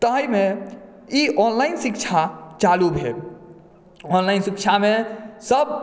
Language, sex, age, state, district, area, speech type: Maithili, male, 30-45, Bihar, Madhubani, urban, spontaneous